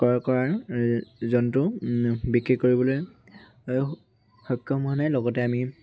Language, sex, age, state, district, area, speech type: Assamese, male, 18-30, Assam, Dhemaji, urban, spontaneous